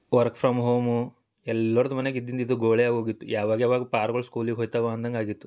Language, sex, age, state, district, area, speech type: Kannada, male, 18-30, Karnataka, Bidar, urban, spontaneous